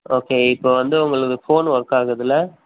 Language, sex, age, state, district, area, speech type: Tamil, male, 18-30, Tamil Nadu, Madurai, urban, conversation